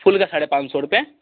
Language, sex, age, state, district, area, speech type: Hindi, male, 30-45, Bihar, Darbhanga, rural, conversation